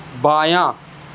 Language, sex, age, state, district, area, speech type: Urdu, male, 18-30, Maharashtra, Nashik, urban, read